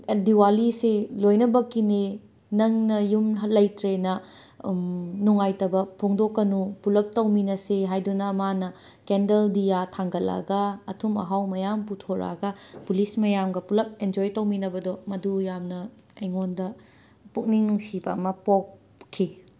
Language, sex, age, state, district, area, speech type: Manipuri, female, 45-60, Manipur, Imphal West, urban, spontaneous